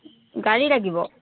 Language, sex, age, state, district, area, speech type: Assamese, female, 30-45, Assam, Golaghat, urban, conversation